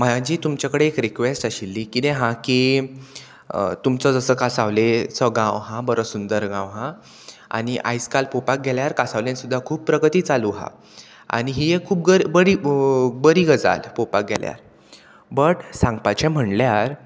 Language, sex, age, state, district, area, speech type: Goan Konkani, male, 18-30, Goa, Murmgao, rural, spontaneous